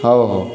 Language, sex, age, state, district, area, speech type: Odia, male, 60+, Odisha, Boudh, rural, spontaneous